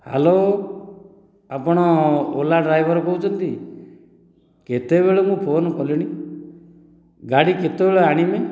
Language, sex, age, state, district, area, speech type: Odia, male, 45-60, Odisha, Dhenkanal, rural, spontaneous